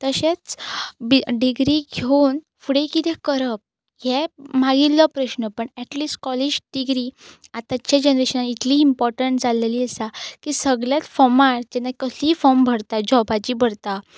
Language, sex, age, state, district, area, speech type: Goan Konkani, female, 18-30, Goa, Pernem, rural, spontaneous